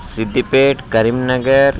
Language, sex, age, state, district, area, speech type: Telugu, male, 30-45, Telangana, Siddipet, rural, spontaneous